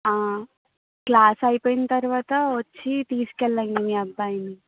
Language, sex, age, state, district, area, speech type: Telugu, female, 18-30, Andhra Pradesh, Kakinada, rural, conversation